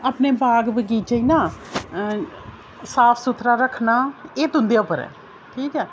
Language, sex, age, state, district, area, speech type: Dogri, female, 30-45, Jammu and Kashmir, Reasi, rural, spontaneous